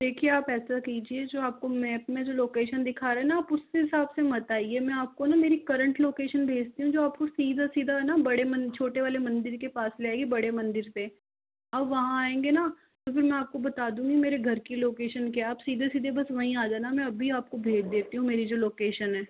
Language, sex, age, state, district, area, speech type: Hindi, female, 45-60, Rajasthan, Jaipur, urban, conversation